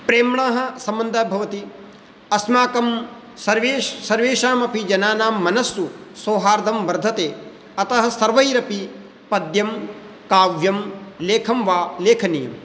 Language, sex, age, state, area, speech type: Sanskrit, male, 30-45, Rajasthan, urban, spontaneous